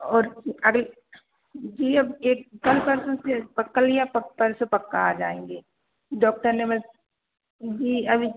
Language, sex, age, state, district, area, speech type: Hindi, female, 30-45, Madhya Pradesh, Hoshangabad, urban, conversation